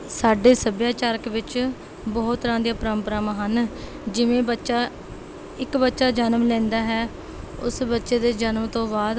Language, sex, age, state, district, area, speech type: Punjabi, female, 18-30, Punjab, Rupnagar, rural, spontaneous